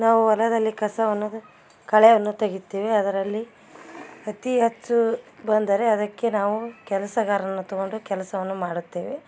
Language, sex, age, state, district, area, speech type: Kannada, female, 45-60, Karnataka, Gadag, rural, spontaneous